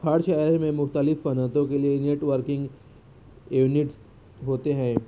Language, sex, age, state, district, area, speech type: Urdu, male, 18-30, Maharashtra, Nashik, rural, read